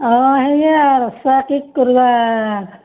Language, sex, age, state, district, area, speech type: Assamese, female, 60+, Assam, Barpeta, rural, conversation